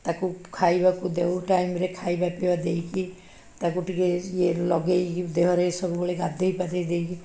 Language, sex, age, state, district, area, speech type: Odia, female, 60+, Odisha, Cuttack, urban, spontaneous